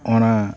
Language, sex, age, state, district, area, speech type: Santali, male, 45-60, Odisha, Mayurbhanj, rural, spontaneous